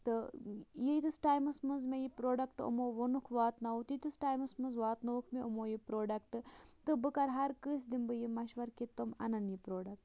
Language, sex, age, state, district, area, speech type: Kashmiri, female, 45-60, Jammu and Kashmir, Bandipora, rural, spontaneous